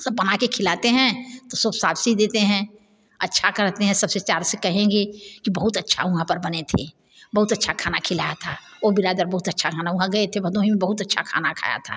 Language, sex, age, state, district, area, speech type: Hindi, female, 60+, Uttar Pradesh, Bhadohi, rural, spontaneous